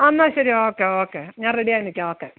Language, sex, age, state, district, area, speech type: Malayalam, female, 45-60, Kerala, Alappuzha, rural, conversation